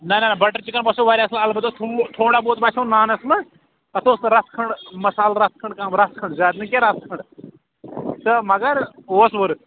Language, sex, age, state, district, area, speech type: Kashmiri, male, 18-30, Jammu and Kashmir, Pulwama, urban, conversation